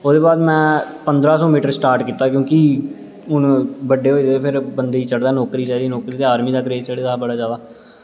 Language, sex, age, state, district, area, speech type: Dogri, male, 18-30, Jammu and Kashmir, Jammu, urban, spontaneous